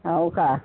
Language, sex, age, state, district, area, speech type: Marathi, female, 30-45, Maharashtra, Washim, rural, conversation